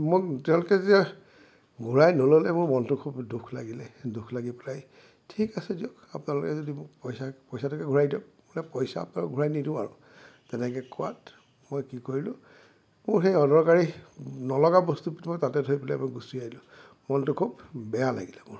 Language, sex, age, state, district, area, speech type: Assamese, male, 45-60, Assam, Sonitpur, urban, spontaneous